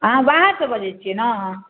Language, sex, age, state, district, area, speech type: Maithili, female, 45-60, Bihar, Darbhanga, urban, conversation